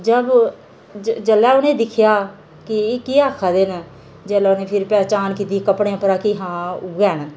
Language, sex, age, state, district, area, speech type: Dogri, female, 30-45, Jammu and Kashmir, Jammu, rural, spontaneous